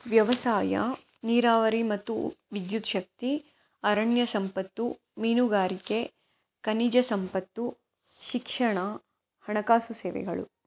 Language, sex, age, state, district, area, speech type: Kannada, female, 18-30, Karnataka, Chikkaballapur, urban, spontaneous